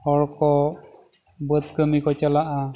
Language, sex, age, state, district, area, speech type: Santali, male, 45-60, Odisha, Mayurbhanj, rural, spontaneous